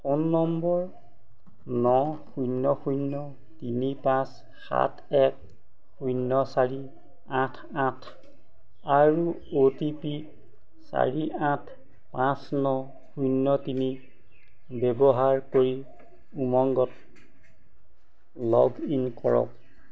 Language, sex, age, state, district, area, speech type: Assamese, male, 45-60, Assam, Golaghat, urban, read